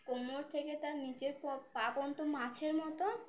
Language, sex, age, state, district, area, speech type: Bengali, female, 18-30, West Bengal, Birbhum, urban, spontaneous